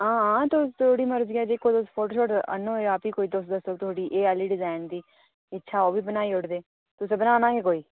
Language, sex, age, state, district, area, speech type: Dogri, female, 30-45, Jammu and Kashmir, Udhampur, urban, conversation